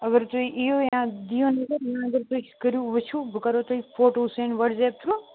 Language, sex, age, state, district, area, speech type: Kashmiri, male, 18-30, Jammu and Kashmir, Kupwara, rural, conversation